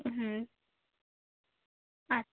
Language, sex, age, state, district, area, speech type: Bengali, female, 18-30, West Bengal, Nadia, rural, conversation